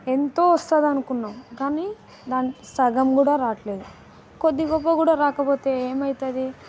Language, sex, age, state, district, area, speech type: Telugu, female, 30-45, Telangana, Vikarabad, rural, spontaneous